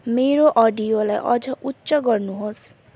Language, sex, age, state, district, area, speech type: Nepali, female, 18-30, West Bengal, Alipurduar, rural, read